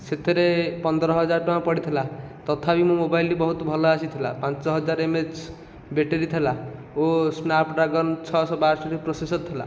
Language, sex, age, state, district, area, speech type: Odia, male, 18-30, Odisha, Nayagarh, rural, spontaneous